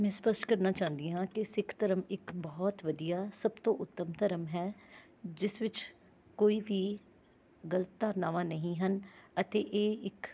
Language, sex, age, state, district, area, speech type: Punjabi, female, 30-45, Punjab, Rupnagar, urban, spontaneous